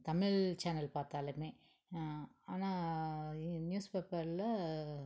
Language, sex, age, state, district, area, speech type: Tamil, female, 45-60, Tamil Nadu, Tiruppur, urban, spontaneous